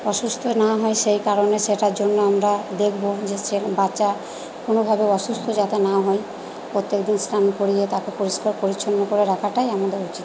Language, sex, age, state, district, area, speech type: Bengali, female, 30-45, West Bengal, Purba Bardhaman, urban, spontaneous